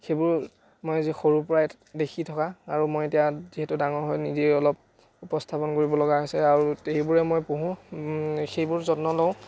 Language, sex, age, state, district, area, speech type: Assamese, male, 18-30, Assam, Biswanath, rural, spontaneous